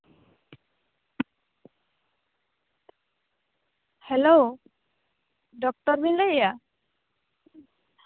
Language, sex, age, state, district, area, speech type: Santali, female, 18-30, West Bengal, Bankura, rural, conversation